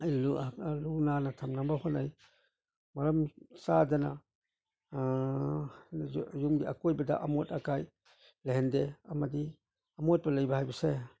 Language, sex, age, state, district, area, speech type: Manipuri, male, 60+, Manipur, Imphal East, urban, spontaneous